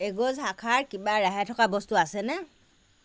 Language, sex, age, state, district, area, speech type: Assamese, female, 60+, Assam, Lakhimpur, rural, read